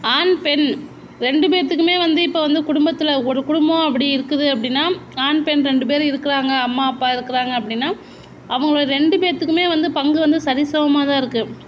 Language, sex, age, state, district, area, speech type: Tamil, female, 45-60, Tamil Nadu, Sivaganga, rural, spontaneous